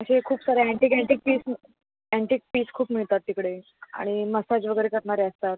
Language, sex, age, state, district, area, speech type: Marathi, female, 18-30, Maharashtra, Solapur, urban, conversation